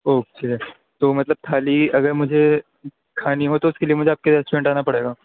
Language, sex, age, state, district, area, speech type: Urdu, female, 18-30, Delhi, Central Delhi, urban, conversation